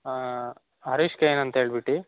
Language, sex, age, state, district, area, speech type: Kannada, male, 18-30, Karnataka, Chitradurga, rural, conversation